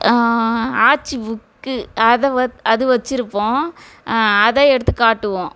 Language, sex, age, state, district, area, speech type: Tamil, female, 45-60, Tamil Nadu, Tiruvannamalai, rural, spontaneous